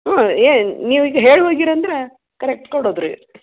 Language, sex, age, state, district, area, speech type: Kannada, female, 60+, Karnataka, Gadag, rural, conversation